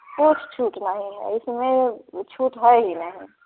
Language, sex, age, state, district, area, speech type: Hindi, female, 30-45, Uttar Pradesh, Prayagraj, urban, conversation